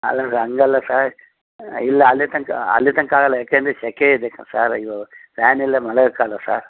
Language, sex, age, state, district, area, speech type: Kannada, male, 60+, Karnataka, Shimoga, urban, conversation